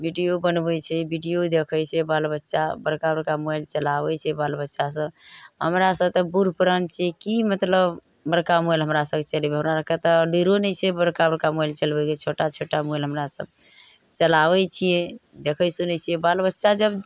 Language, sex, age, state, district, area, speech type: Maithili, female, 60+, Bihar, Araria, rural, spontaneous